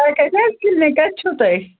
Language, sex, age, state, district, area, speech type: Kashmiri, female, 18-30, Jammu and Kashmir, Pulwama, rural, conversation